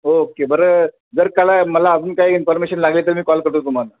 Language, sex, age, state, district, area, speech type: Marathi, male, 45-60, Maharashtra, Thane, rural, conversation